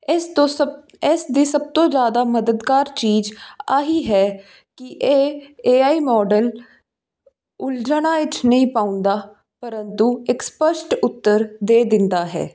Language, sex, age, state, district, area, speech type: Punjabi, female, 18-30, Punjab, Fazilka, rural, spontaneous